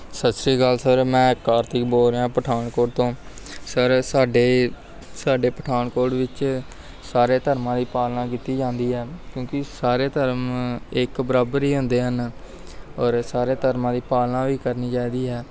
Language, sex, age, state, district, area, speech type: Punjabi, male, 18-30, Punjab, Pathankot, rural, spontaneous